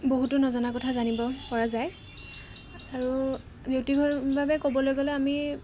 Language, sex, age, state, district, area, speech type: Assamese, female, 18-30, Assam, Dhemaji, rural, spontaneous